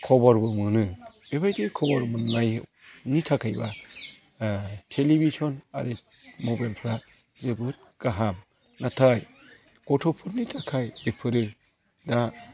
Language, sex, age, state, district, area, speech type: Bodo, male, 45-60, Assam, Chirang, rural, spontaneous